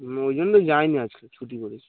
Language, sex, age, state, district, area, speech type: Bengali, male, 18-30, West Bengal, Dakshin Dinajpur, urban, conversation